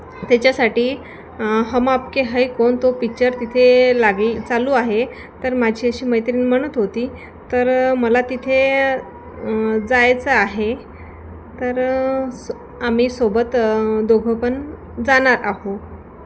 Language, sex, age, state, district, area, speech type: Marathi, female, 30-45, Maharashtra, Thane, urban, spontaneous